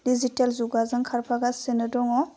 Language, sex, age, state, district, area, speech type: Bodo, female, 18-30, Assam, Udalguri, urban, spontaneous